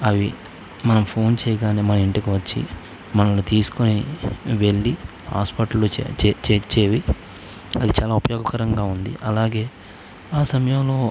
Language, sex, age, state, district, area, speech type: Telugu, male, 18-30, Andhra Pradesh, Krishna, rural, spontaneous